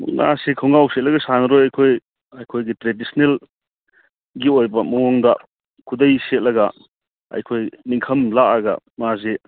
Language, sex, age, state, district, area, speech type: Manipuri, male, 45-60, Manipur, Churachandpur, rural, conversation